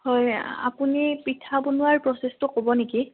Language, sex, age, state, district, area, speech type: Assamese, female, 18-30, Assam, Nalbari, rural, conversation